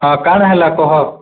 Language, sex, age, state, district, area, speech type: Odia, male, 45-60, Odisha, Nuapada, urban, conversation